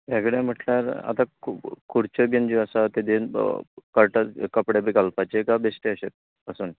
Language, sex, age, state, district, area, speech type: Goan Konkani, male, 30-45, Goa, Canacona, rural, conversation